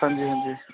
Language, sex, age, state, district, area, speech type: Punjabi, male, 18-30, Punjab, Pathankot, urban, conversation